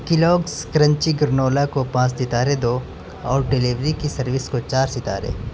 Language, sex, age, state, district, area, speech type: Urdu, male, 18-30, Delhi, North West Delhi, urban, read